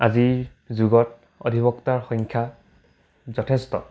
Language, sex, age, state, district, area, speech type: Assamese, male, 18-30, Assam, Dibrugarh, rural, spontaneous